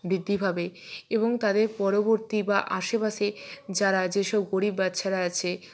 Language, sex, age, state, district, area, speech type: Bengali, female, 45-60, West Bengal, Purba Bardhaman, urban, spontaneous